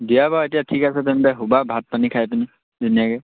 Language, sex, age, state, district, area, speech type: Assamese, male, 18-30, Assam, Sivasagar, rural, conversation